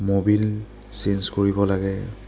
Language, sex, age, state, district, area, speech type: Assamese, male, 18-30, Assam, Lakhimpur, urban, spontaneous